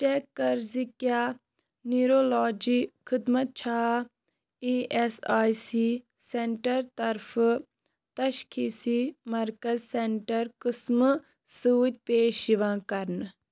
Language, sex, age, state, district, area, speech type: Kashmiri, female, 18-30, Jammu and Kashmir, Kulgam, rural, read